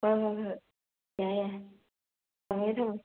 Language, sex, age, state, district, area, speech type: Manipuri, female, 45-60, Manipur, Bishnupur, rural, conversation